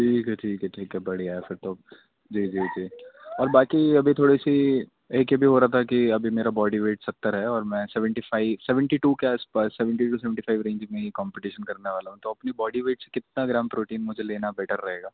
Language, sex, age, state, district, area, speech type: Urdu, male, 18-30, Uttar Pradesh, Rampur, urban, conversation